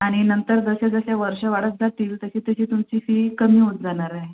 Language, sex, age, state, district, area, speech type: Marathi, female, 45-60, Maharashtra, Akola, urban, conversation